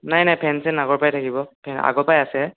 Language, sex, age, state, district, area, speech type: Assamese, male, 18-30, Assam, Sonitpur, rural, conversation